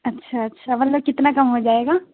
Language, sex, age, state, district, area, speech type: Urdu, female, 30-45, Uttar Pradesh, Lucknow, rural, conversation